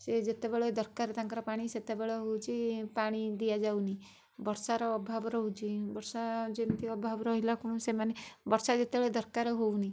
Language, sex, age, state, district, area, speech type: Odia, female, 30-45, Odisha, Cuttack, urban, spontaneous